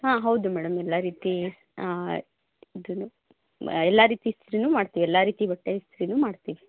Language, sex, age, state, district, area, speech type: Kannada, female, 30-45, Karnataka, Shimoga, rural, conversation